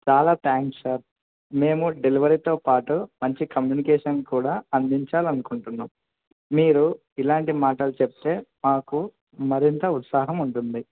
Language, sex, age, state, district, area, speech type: Telugu, male, 18-30, Andhra Pradesh, Kadapa, urban, conversation